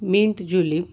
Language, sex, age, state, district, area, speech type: Marathi, female, 45-60, Maharashtra, Nashik, urban, spontaneous